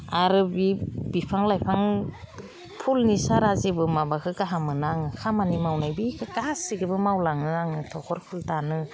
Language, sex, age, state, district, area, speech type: Bodo, female, 45-60, Assam, Udalguri, rural, spontaneous